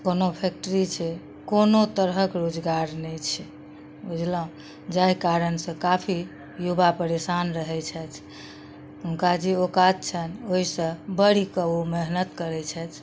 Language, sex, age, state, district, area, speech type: Maithili, female, 60+, Bihar, Madhubani, rural, spontaneous